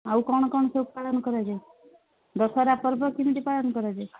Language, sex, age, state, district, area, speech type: Odia, female, 45-60, Odisha, Angul, rural, conversation